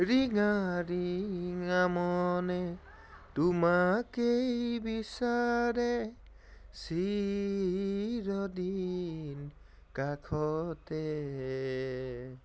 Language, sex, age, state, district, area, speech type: Assamese, male, 18-30, Assam, Charaideo, urban, spontaneous